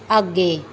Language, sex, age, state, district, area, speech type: Punjabi, female, 30-45, Punjab, Pathankot, rural, read